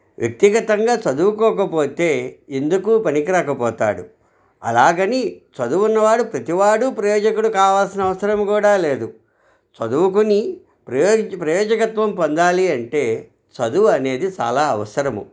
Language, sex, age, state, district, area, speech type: Telugu, male, 45-60, Andhra Pradesh, Krishna, rural, spontaneous